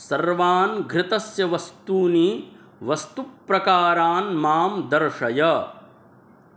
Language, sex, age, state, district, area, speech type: Sanskrit, male, 18-30, Bihar, Gaya, urban, read